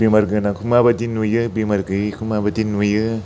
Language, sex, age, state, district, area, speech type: Bodo, male, 60+, Assam, Chirang, rural, spontaneous